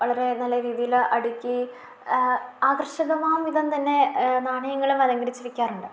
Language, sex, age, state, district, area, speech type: Malayalam, female, 30-45, Kerala, Idukki, rural, spontaneous